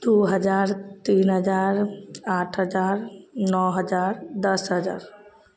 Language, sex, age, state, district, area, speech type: Maithili, female, 30-45, Bihar, Begusarai, rural, spontaneous